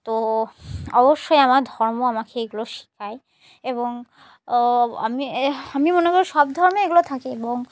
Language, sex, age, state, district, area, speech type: Bengali, female, 30-45, West Bengal, Murshidabad, urban, spontaneous